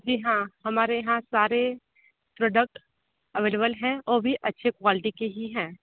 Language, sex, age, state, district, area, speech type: Hindi, female, 30-45, Uttar Pradesh, Sonbhadra, rural, conversation